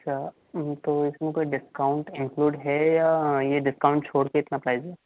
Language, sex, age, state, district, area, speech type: Hindi, male, 18-30, Madhya Pradesh, Betul, urban, conversation